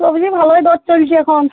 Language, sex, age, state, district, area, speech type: Bengali, female, 45-60, West Bengal, Uttar Dinajpur, urban, conversation